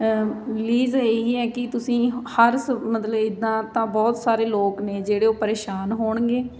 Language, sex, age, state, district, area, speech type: Punjabi, female, 30-45, Punjab, Patiala, urban, spontaneous